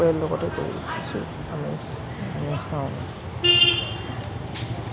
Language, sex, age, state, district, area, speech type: Assamese, male, 18-30, Assam, Kamrup Metropolitan, urban, spontaneous